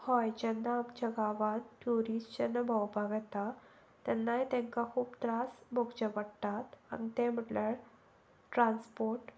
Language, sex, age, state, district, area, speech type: Goan Konkani, female, 18-30, Goa, Sanguem, rural, spontaneous